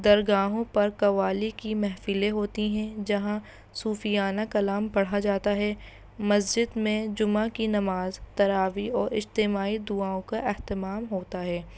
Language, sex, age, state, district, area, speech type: Urdu, female, 18-30, Delhi, North East Delhi, urban, spontaneous